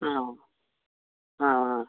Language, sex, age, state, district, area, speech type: Malayalam, male, 18-30, Kerala, Kollam, rural, conversation